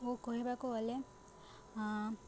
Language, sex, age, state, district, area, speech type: Odia, female, 18-30, Odisha, Subarnapur, urban, spontaneous